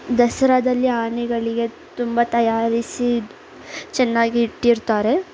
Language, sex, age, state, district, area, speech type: Kannada, female, 18-30, Karnataka, Mysore, urban, spontaneous